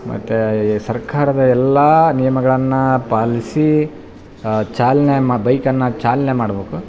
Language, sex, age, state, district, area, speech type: Kannada, male, 30-45, Karnataka, Bellary, urban, spontaneous